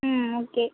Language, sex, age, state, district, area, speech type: Tamil, female, 18-30, Tamil Nadu, Mayiladuthurai, urban, conversation